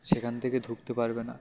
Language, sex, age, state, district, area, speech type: Bengali, male, 18-30, West Bengal, Uttar Dinajpur, urban, spontaneous